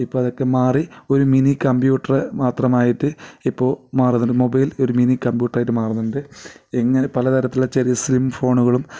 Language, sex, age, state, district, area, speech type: Malayalam, male, 30-45, Kerala, Kasaragod, rural, spontaneous